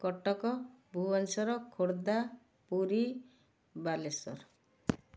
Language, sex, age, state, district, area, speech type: Odia, female, 45-60, Odisha, Cuttack, urban, spontaneous